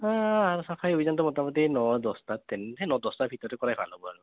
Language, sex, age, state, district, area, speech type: Assamese, male, 18-30, Assam, Goalpara, urban, conversation